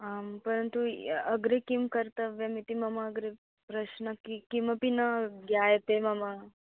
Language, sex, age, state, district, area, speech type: Sanskrit, female, 18-30, Maharashtra, Wardha, urban, conversation